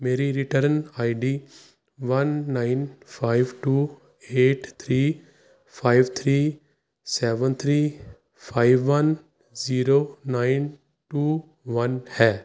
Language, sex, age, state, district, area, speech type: Punjabi, male, 30-45, Punjab, Jalandhar, urban, read